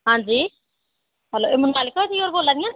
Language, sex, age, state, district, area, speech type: Dogri, female, 30-45, Jammu and Kashmir, Jammu, rural, conversation